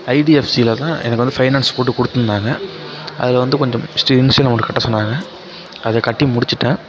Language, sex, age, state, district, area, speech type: Tamil, male, 18-30, Tamil Nadu, Mayiladuthurai, rural, spontaneous